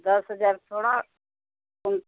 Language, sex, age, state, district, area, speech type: Hindi, female, 60+, Uttar Pradesh, Jaunpur, rural, conversation